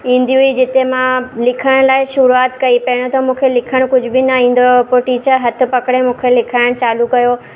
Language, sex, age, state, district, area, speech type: Sindhi, female, 30-45, Maharashtra, Mumbai Suburban, urban, spontaneous